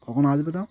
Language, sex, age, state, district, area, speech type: Bengali, male, 30-45, West Bengal, Cooch Behar, urban, spontaneous